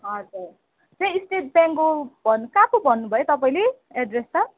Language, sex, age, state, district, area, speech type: Nepali, female, 30-45, West Bengal, Jalpaiguri, urban, conversation